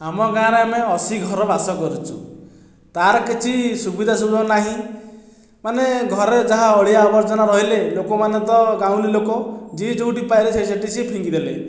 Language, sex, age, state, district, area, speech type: Odia, male, 45-60, Odisha, Khordha, rural, spontaneous